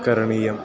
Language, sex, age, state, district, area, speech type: Sanskrit, male, 18-30, Kerala, Ernakulam, rural, spontaneous